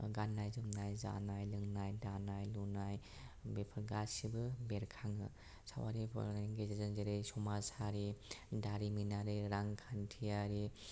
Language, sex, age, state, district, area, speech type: Bodo, male, 18-30, Assam, Kokrajhar, rural, spontaneous